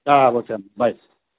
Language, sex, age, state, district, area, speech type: Telugu, male, 60+, Andhra Pradesh, Bapatla, urban, conversation